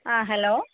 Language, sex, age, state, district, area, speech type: Malayalam, female, 18-30, Kerala, Kozhikode, rural, conversation